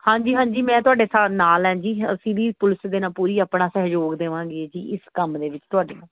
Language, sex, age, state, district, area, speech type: Punjabi, female, 30-45, Punjab, Pathankot, urban, conversation